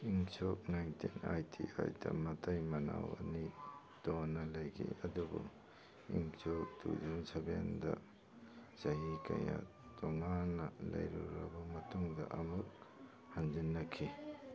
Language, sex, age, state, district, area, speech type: Manipuri, male, 45-60, Manipur, Churachandpur, urban, read